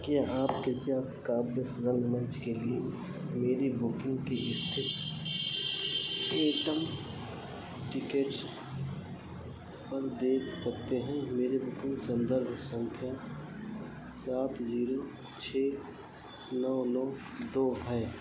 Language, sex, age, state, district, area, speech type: Hindi, male, 45-60, Uttar Pradesh, Ayodhya, rural, read